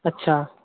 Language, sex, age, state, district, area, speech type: Sindhi, male, 18-30, Delhi, South Delhi, urban, conversation